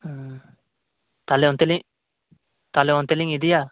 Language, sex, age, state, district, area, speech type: Santali, male, 18-30, West Bengal, Birbhum, rural, conversation